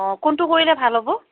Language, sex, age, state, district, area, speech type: Assamese, female, 18-30, Assam, Kamrup Metropolitan, urban, conversation